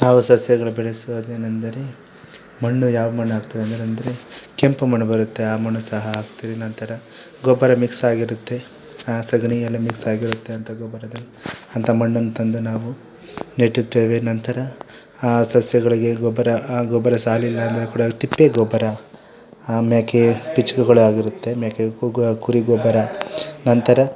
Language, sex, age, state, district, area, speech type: Kannada, male, 30-45, Karnataka, Kolar, urban, spontaneous